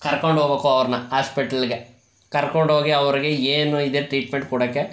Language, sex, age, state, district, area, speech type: Kannada, male, 18-30, Karnataka, Chamarajanagar, rural, spontaneous